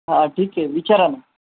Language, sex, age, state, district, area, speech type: Marathi, male, 18-30, Maharashtra, Jalna, urban, conversation